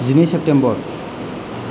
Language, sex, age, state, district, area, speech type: Bodo, male, 18-30, Assam, Chirang, urban, spontaneous